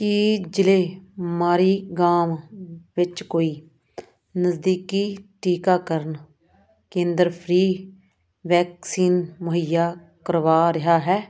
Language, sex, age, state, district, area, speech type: Punjabi, female, 30-45, Punjab, Muktsar, urban, read